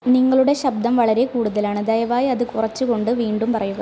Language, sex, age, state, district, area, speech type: Malayalam, female, 30-45, Kerala, Malappuram, rural, read